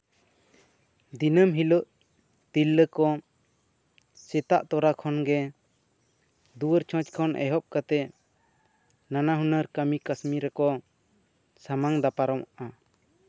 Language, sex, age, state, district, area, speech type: Santali, male, 18-30, West Bengal, Bankura, rural, spontaneous